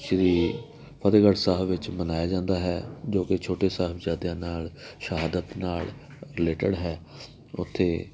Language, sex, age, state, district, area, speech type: Punjabi, male, 45-60, Punjab, Amritsar, urban, spontaneous